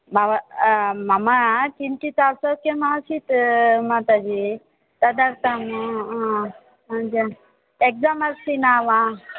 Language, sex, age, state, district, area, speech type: Sanskrit, female, 45-60, Karnataka, Dakshina Kannada, rural, conversation